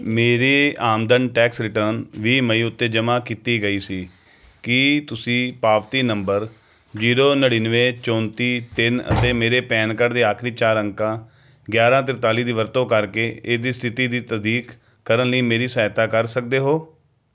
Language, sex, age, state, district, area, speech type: Punjabi, male, 30-45, Punjab, Jalandhar, urban, read